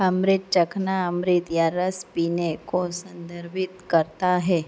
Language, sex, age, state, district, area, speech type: Hindi, female, 45-60, Madhya Pradesh, Harda, urban, read